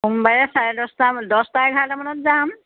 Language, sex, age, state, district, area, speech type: Assamese, female, 60+, Assam, Golaghat, urban, conversation